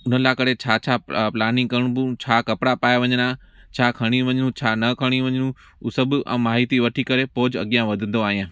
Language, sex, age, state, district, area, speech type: Sindhi, male, 30-45, Gujarat, Junagadh, rural, spontaneous